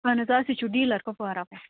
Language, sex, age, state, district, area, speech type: Kashmiri, female, 30-45, Jammu and Kashmir, Kupwara, rural, conversation